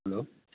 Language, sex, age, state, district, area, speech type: Nepali, male, 30-45, West Bengal, Darjeeling, rural, conversation